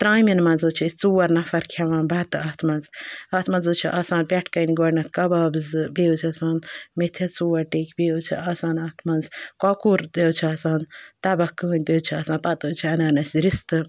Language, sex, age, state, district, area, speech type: Kashmiri, female, 18-30, Jammu and Kashmir, Ganderbal, rural, spontaneous